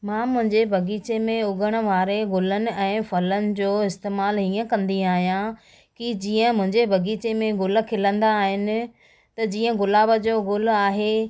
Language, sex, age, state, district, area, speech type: Sindhi, female, 45-60, Gujarat, Kutch, urban, spontaneous